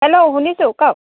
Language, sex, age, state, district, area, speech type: Assamese, female, 60+, Assam, Lakhimpur, urban, conversation